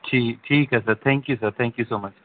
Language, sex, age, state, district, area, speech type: Punjabi, male, 18-30, Punjab, Bathinda, rural, conversation